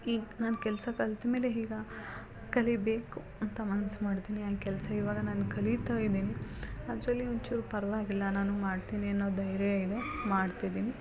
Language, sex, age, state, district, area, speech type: Kannada, female, 30-45, Karnataka, Hassan, rural, spontaneous